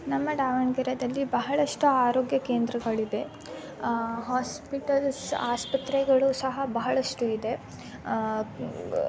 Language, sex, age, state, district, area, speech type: Kannada, female, 18-30, Karnataka, Davanagere, urban, spontaneous